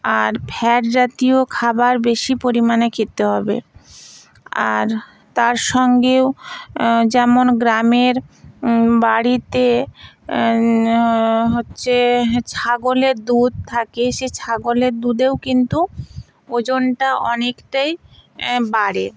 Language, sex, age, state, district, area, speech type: Bengali, female, 60+, West Bengal, Purba Medinipur, rural, spontaneous